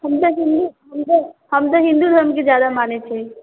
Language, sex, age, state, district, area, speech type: Maithili, female, 45-60, Bihar, Sitamarhi, urban, conversation